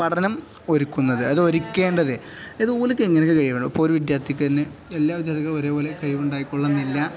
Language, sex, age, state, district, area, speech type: Malayalam, male, 18-30, Kerala, Kozhikode, rural, spontaneous